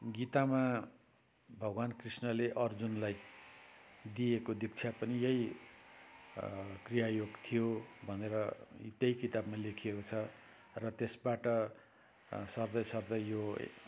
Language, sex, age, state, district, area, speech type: Nepali, male, 60+, West Bengal, Kalimpong, rural, spontaneous